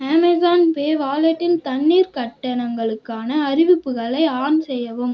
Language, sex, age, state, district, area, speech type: Tamil, female, 18-30, Tamil Nadu, Cuddalore, rural, read